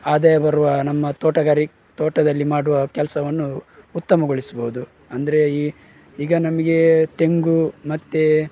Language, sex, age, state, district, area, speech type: Kannada, male, 30-45, Karnataka, Udupi, rural, spontaneous